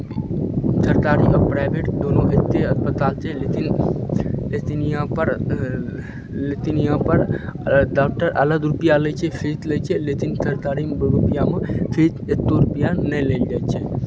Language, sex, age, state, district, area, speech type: Maithili, male, 18-30, Bihar, Begusarai, rural, spontaneous